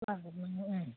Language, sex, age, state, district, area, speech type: Bodo, female, 45-60, Assam, Udalguri, urban, conversation